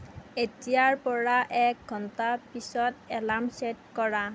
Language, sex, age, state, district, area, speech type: Assamese, female, 18-30, Assam, Darrang, rural, read